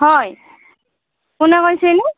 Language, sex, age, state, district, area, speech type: Assamese, female, 45-60, Assam, Darrang, rural, conversation